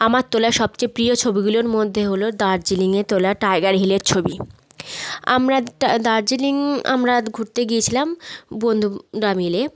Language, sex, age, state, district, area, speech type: Bengali, female, 30-45, West Bengal, South 24 Parganas, rural, spontaneous